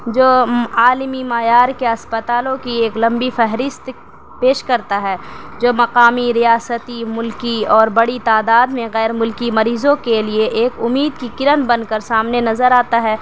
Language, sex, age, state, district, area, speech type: Urdu, female, 18-30, Delhi, South Delhi, urban, spontaneous